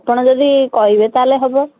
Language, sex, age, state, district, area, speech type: Odia, female, 30-45, Odisha, Sambalpur, rural, conversation